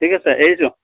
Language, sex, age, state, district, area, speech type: Assamese, male, 45-60, Assam, Dibrugarh, urban, conversation